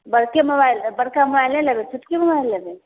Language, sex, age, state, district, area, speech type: Maithili, female, 30-45, Bihar, Samastipur, rural, conversation